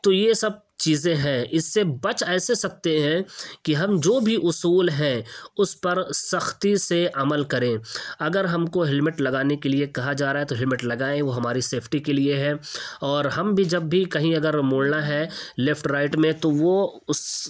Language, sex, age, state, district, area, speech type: Urdu, male, 18-30, Uttar Pradesh, Ghaziabad, urban, spontaneous